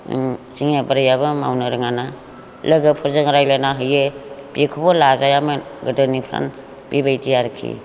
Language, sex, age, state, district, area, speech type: Bodo, female, 60+, Assam, Chirang, rural, spontaneous